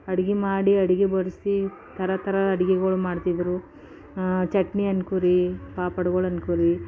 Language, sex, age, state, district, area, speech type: Kannada, female, 45-60, Karnataka, Bidar, urban, spontaneous